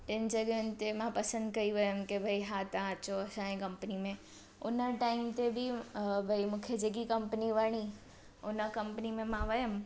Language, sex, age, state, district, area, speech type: Sindhi, female, 18-30, Gujarat, Surat, urban, spontaneous